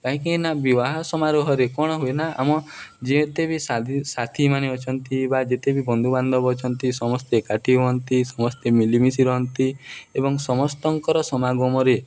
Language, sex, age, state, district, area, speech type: Odia, male, 18-30, Odisha, Nuapada, urban, spontaneous